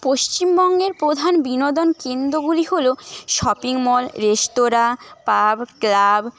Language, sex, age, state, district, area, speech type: Bengali, female, 18-30, West Bengal, Paschim Medinipur, rural, spontaneous